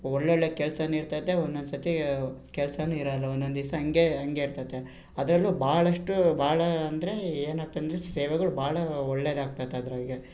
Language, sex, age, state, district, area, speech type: Kannada, male, 18-30, Karnataka, Chitradurga, urban, spontaneous